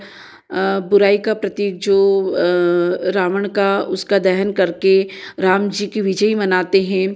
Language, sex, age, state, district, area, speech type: Hindi, female, 45-60, Madhya Pradesh, Ujjain, urban, spontaneous